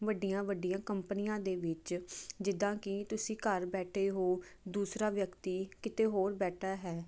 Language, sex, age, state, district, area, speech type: Punjabi, female, 18-30, Punjab, Jalandhar, urban, spontaneous